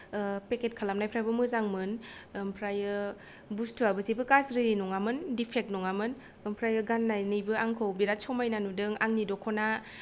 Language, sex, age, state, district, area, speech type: Bodo, female, 30-45, Assam, Kokrajhar, rural, spontaneous